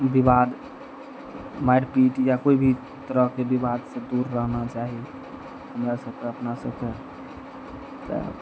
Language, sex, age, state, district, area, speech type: Maithili, male, 18-30, Bihar, Araria, urban, spontaneous